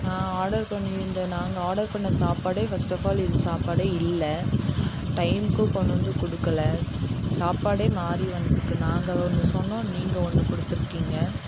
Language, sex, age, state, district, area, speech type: Tamil, female, 18-30, Tamil Nadu, Dharmapuri, rural, spontaneous